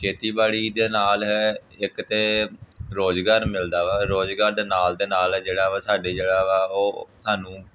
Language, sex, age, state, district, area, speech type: Punjabi, male, 18-30, Punjab, Gurdaspur, urban, spontaneous